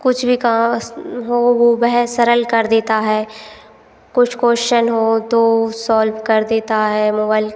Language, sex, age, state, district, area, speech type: Hindi, female, 18-30, Madhya Pradesh, Hoshangabad, rural, spontaneous